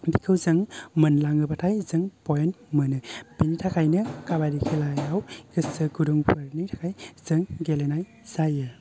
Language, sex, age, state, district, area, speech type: Bodo, male, 18-30, Assam, Baksa, rural, spontaneous